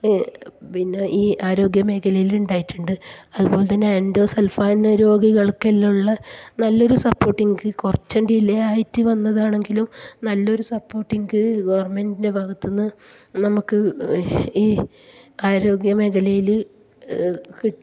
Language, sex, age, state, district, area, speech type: Malayalam, female, 45-60, Kerala, Kasaragod, urban, spontaneous